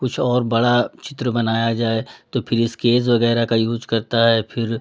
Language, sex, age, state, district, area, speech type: Hindi, male, 45-60, Uttar Pradesh, Hardoi, rural, spontaneous